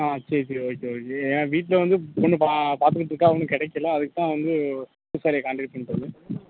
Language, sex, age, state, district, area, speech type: Tamil, male, 18-30, Tamil Nadu, Tenkasi, urban, conversation